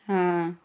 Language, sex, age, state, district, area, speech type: Kannada, female, 45-60, Karnataka, Bidar, urban, spontaneous